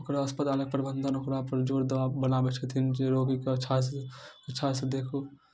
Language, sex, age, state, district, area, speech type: Maithili, male, 18-30, Bihar, Darbhanga, rural, spontaneous